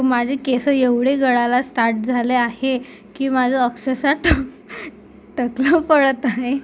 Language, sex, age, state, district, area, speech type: Marathi, female, 18-30, Maharashtra, Amravati, urban, spontaneous